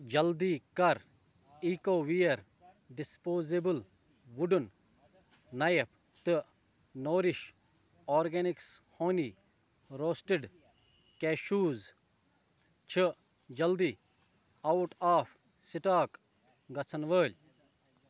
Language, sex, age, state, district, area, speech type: Kashmiri, male, 30-45, Jammu and Kashmir, Ganderbal, rural, read